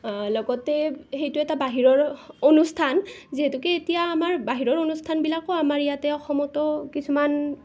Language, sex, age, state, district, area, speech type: Assamese, female, 18-30, Assam, Nalbari, rural, spontaneous